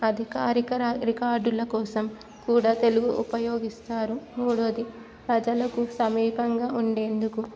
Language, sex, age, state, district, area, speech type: Telugu, female, 18-30, Telangana, Ranga Reddy, urban, spontaneous